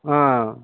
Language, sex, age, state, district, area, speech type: Telugu, male, 60+, Andhra Pradesh, Guntur, urban, conversation